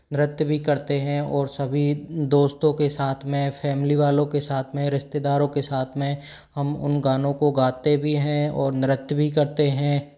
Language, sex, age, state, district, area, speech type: Hindi, male, 45-60, Rajasthan, Karauli, rural, spontaneous